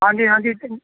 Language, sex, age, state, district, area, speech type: Punjabi, male, 45-60, Punjab, Kapurthala, urban, conversation